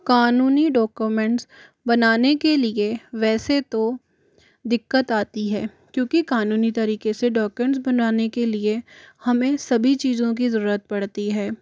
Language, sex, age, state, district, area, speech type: Hindi, female, 45-60, Rajasthan, Jaipur, urban, spontaneous